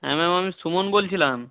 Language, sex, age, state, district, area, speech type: Bengali, male, 18-30, West Bengal, Jalpaiguri, rural, conversation